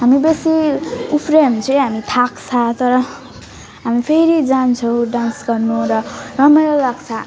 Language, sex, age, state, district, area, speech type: Nepali, female, 18-30, West Bengal, Alipurduar, urban, spontaneous